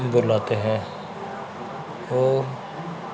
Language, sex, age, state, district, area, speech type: Urdu, male, 45-60, Uttar Pradesh, Muzaffarnagar, urban, spontaneous